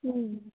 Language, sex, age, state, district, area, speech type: Kannada, female, 18-30, Karnataka, Vijayanagara, rural, conversation